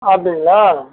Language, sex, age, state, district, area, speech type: Tamil, male, 60+, Tamil Nadu, Dharmapuri, rural, conversation